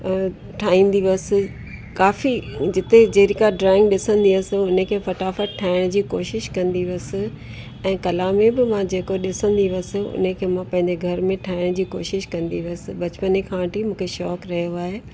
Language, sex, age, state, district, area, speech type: Sindhi, female, 60+, Uttar Pradesh, Lucknow, rural, spontaneous